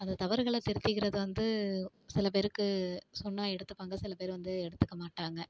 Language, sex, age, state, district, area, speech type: Tamil, female, 18-30, Tamil Nadu, Tiruvarur, rural, spontaneous